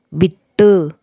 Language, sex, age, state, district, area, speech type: Tamil, female, 18-30, Tamil Nadu, Sivaganga, rural, read